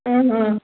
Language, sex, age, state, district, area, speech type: Kannada, female, 18-30, Karnataka, Tumkur, rural, conversation